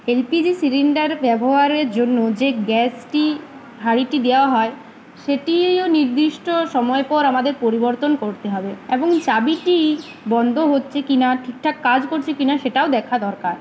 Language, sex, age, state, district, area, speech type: Bengali, female, 18-30, West Bengal, Uttar Dinajpur, urban, spontaneous